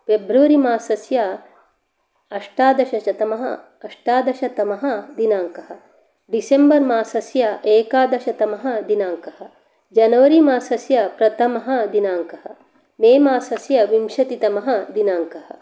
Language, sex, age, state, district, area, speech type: Sanskrit, female, 45-60, Karnataka, Dakshina Kannada, rural, spontaneous